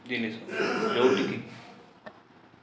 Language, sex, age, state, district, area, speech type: Odia, male, 45-60, Odisha, Balasore, rural, spontaneous